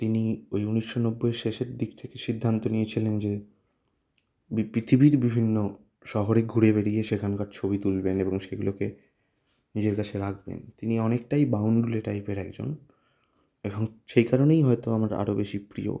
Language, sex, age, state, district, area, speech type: Bengali, male, 18-30, West Bengal, Kolkata, urban, spontaneous